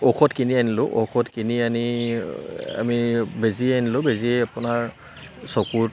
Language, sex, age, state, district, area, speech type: Assamese, male, 30-45, Assam, Charaideo, urban, spontaneous